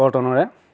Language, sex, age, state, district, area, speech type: Assamese, male, 60+, Assam, Nagaon, rural, spontaneous